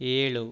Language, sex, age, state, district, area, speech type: Kannada, male, 18-30, Karnataka, Kodagu, rural, read